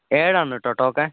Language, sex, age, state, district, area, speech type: Malayalam, male, 30-45, Kerala, Wayanad, rural, conversation